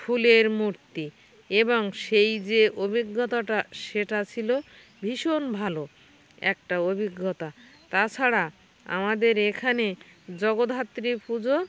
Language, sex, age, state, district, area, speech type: Bengali, female, 60+, West Bengal, North 24 Parganas, rural, spontaneous